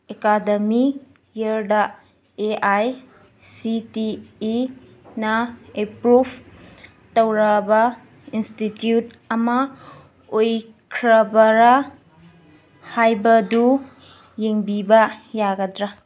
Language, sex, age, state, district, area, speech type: Manipuri, female, 18-30, Manipur, Kakching, rural, read